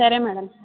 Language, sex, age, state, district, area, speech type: Telugu, female, 45-60, Andhra Pradesh, Vizianagaram, rural, conversation